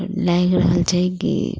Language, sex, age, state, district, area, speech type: Maithili, female, 45-60, Bihar, Muzaffarpur, rural, spontaneous